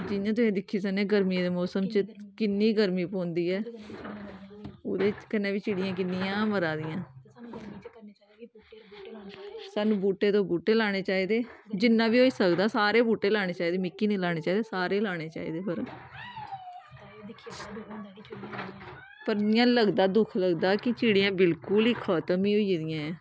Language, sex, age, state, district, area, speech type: Dogri, female, 18-30, Jammu and Kashmir, Kathua, rural, spontaneous